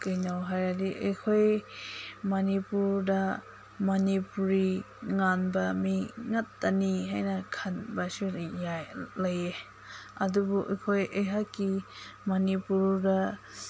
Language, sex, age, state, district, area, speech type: Manipuri, female, 30-45, Manipur, Senapati, rural, spontaneous